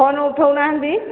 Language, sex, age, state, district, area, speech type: Odia, female, 45-60, Odisha, Sambalpur, rural, conversation